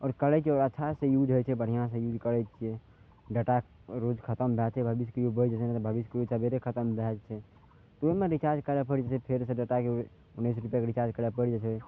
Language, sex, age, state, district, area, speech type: Maithili, male, 18-30, Bihar, Madhepura, rural, spontaneous